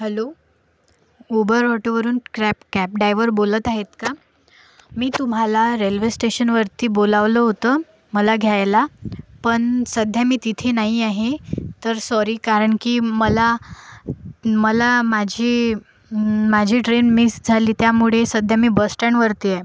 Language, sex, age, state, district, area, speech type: Marathi, female, 18-30, Maharashtra, Akola, rural, spontaneous